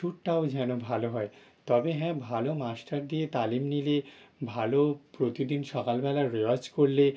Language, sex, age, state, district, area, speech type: Bengali, male, 30-45, West Bengal, North 24 Parganas, urban, spontaneous